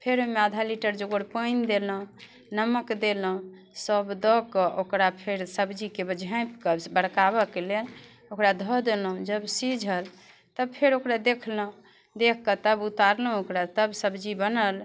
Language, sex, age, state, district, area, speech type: Maithili, female, 45-60, Bihar, Muzaffarpur, urban, spontaneous